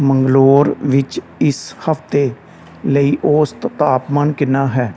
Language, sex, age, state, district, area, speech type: Punjabi, male, 30-45, Punjab, Gurdaspur, rural, read